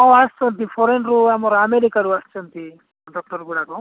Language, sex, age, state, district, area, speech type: Odia, male, 45-60, Odisha, Nabarangpur, rural, conversation